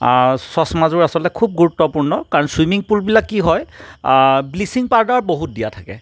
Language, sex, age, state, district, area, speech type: Assamese, male, 45-60, Assam, Golaghat, urban, spontaneous